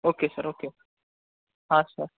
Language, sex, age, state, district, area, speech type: Marathi, male, 18-30, Maharashtra, Ratnagiri, rural, conversation